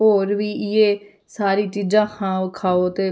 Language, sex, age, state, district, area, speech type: Dogri, female, 30-45, Jammu and Kashmir, Reasi, rural, spontaneous